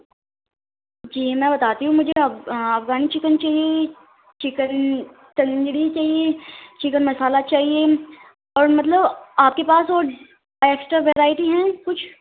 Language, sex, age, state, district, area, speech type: Urdu, female, 18-30, Delhi, Central Delhi, urban, conversation